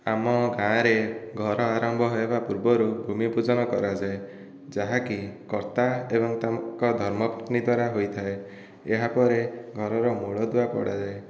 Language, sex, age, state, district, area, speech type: Odia, male, 18-30, Odisha, Dhenkanal, rural, spontaneous